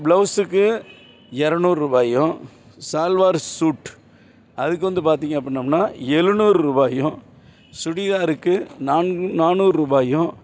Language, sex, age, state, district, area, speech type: Tamil, male, 45-60, Tamil Nadu, Madurai, urban, spontaneous